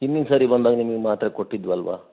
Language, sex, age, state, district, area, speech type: Kannada, male, 60+, Karnataka, Chitradurga, rural, conversation